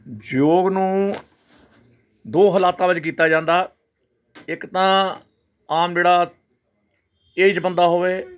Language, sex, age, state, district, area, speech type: Punjabi, male, 60+, Punjab, Hoshiarpur, urban, spontaneous